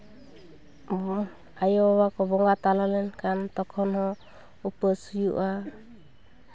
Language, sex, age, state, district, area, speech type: Santali, female, 30-45, West Bengal, Purulia, rural, spontaneous